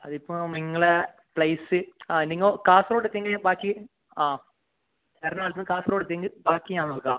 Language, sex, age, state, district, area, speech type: Malayalam, male, 18-30, Kerala, Kasaragod, urban, conversation